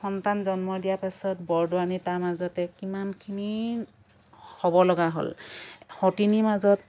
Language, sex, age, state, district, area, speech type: Assamese, female, 45-60, Assam, Lakhimpur, rural, spontaneous